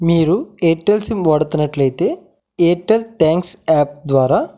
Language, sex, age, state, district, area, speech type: Telugu, male, 18-30, Andhra Pradesh, Krishna, rural, spontaneous